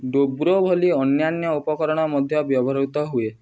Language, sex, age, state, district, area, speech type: Odia, male, 18-30, Odisha, Nuapada, urban, read